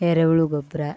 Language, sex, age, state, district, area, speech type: Kannada, female, 18-30, Karnataka, Vijayanagara, rural, spontaneous